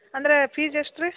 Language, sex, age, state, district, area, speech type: Kannada, female, 60+, Karnataka, Belgaum, rural, conversation